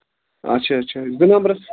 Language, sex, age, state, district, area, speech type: Kashmiri, male, 18-30, Jammu and Kashmir, Kulgam, rural, conversation